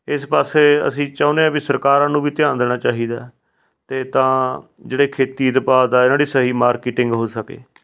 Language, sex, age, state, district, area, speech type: Punjabi, male, 45-60, Punjab, Fatehgarh Sahib, rural, spontaneous